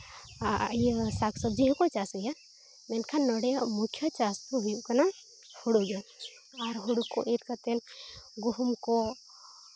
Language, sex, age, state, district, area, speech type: Santali, female, 30-45, Jharkhand, Seraikela Kharsawan, rural, spontaneous